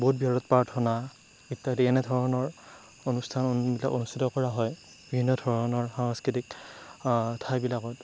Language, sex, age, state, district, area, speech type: Assamese, male, 18-30, Assam, Darrang, rural, spontaneous